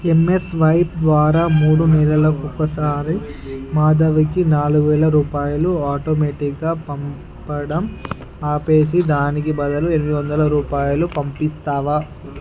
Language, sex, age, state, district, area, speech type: Telugu, male, 30-45, Andhra Pradesh, Srikakulam, urban, read